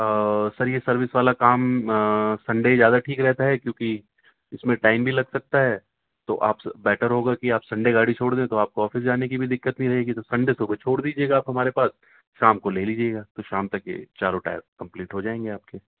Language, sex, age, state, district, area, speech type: Urdu, male, 45-60, Uttar Pradesh, Ghaziabad, urban, conversation